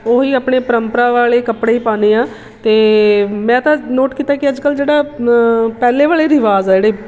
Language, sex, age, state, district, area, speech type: Punjabi, female, 45-60, Punjab, Shaheed Bhagat Singh Nagar, urban, spontaneous